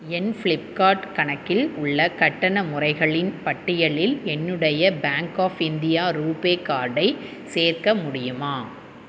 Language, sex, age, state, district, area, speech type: Tamil, female, 30-45, Tamil Nadu, Tiruppur, urban, read